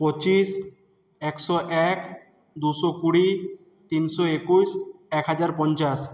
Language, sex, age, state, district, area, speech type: Bengali, male, 60+, West Bengal, Purulia, rural, spontaneous